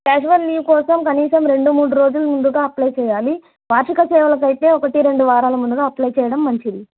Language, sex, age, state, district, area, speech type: Telugu, female, 18-30, Andhra Pradesh, Sri Satya Sai, urban, conversation